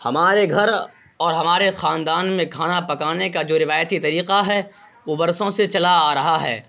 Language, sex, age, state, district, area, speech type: Urdu, male, 18-30, Bihar, Purnia, rural, spontaneous